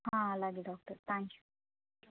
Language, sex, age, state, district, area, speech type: Telugu, female, 18-30, Andhra Pradesh, Guntur, urban, conversation